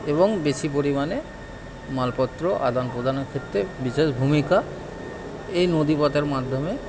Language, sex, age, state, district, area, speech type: Bengali, male, 30-45, West Bengal, Howrah, urban, spontaneous